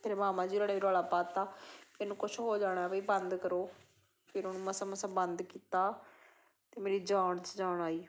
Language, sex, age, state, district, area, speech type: Punjabi, female, 30-45, Punjab, Patiala, rural, spontaneous